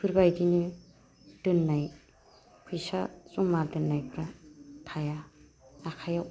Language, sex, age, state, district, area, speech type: Bodo, female, 45-60, Assam, Baksa, rural, spontaneous